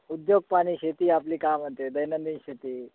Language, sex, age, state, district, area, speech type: Marathi, male, 30-45, Maharashtra, Gadchiroli, rural, conversation